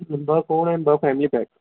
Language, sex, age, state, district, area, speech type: Sindhi, male, 18-30, Rajasthan, Ajmer, urban, conversation